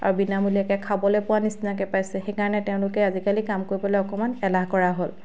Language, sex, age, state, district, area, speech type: Assamese, female, 30-45, Assam, Sivasagar, rural, spontaneous